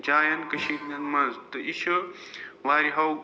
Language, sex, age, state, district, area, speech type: Kashmiri, male, 45-60, Jammu and Kashmir, Srinagar, urban, spontaneous